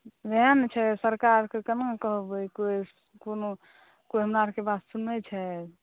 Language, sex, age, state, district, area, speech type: Maithili, female, 45-60, Bihar, Saharsa, rural, conversation